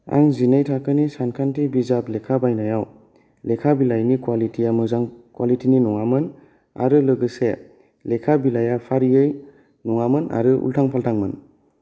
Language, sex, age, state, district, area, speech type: Bodo, male, 18-30, Assam, Kokrajhar, urban, spontaneous